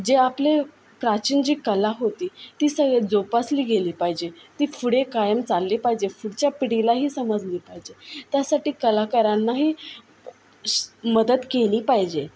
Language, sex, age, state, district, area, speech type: Marathi, female, 18-30, Maharashtra, Solapur, urban, spontaneous